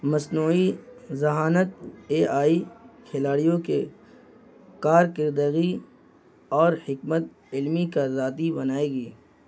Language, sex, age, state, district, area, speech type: Urdu, male, 18-30, Bihar, Gaya, urban, spontaneous